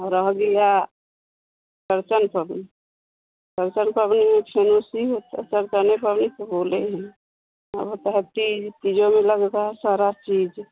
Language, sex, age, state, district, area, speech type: Hindi, female, 45-60, Bihar, Vaishali, rural, conversation